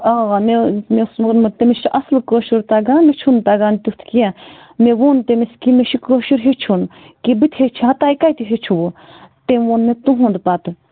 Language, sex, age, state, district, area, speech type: Kashmiri, female, 30-45, Jammu and Kashmir, Bandipora, rural, conversation